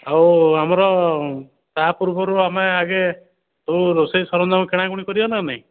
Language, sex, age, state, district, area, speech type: Odia, male, 30-45, Odisha, Dhenkanal, rural, conversation